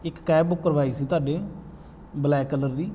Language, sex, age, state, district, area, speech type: Punjabi, male, 30-45, Punjab, Bathinda, rural, spontaneous